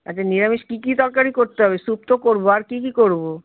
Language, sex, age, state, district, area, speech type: Bengali, female, 45-60, West Bengal, Kolkata, urban, conversation